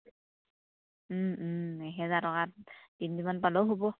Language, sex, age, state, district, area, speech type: Assamese, female, 30-45, Assam, Tinsukia, urban, conversation